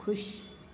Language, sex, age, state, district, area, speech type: Sindhi, female, 60+, Delhi, South Delhi, urban, read